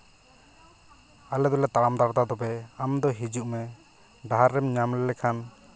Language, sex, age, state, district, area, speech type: Santali, male, 18-30, West Bengal, Purulia, rural, spontaneous